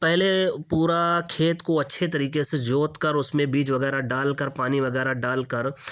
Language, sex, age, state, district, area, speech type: Urdu, male, 18-30, Uttar Pradesh, Ghaziabad, urban, spontaneous